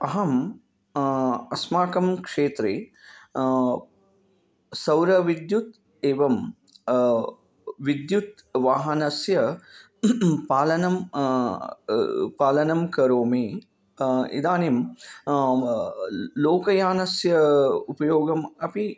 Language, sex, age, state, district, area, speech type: Sanskrit, male, 45-60, Karnataka, Bidar, urban, spontaneous